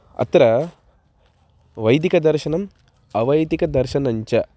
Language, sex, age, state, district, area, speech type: Sanskrit, male, 18-30, Maharashtra, Nagpur, urban, spontaneous